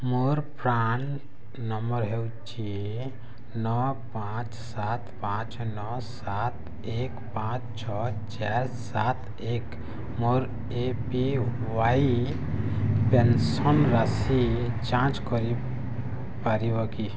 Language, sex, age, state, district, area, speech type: Odia, male, 30-45, Odisha, Bargarh, urban, read